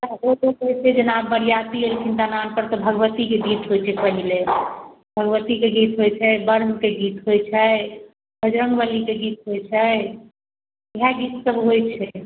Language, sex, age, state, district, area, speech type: Maithili, male, 45-60, Bihar, Sitamarhi, urban, conversation